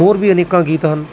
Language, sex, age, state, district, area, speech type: Punjabi, male, 45-60, Punjab, Mansa, urban, spontaneous